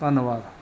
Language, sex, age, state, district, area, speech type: Punjabi, male, 30-45, Punjab, Mansa, urban, spontaneous